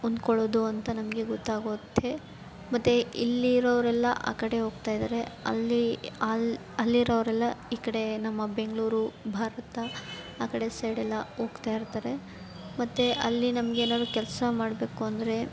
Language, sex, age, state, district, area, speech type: Kannada, female, 18-30, Karnataka, Chamarajanagar, rural, spontaneous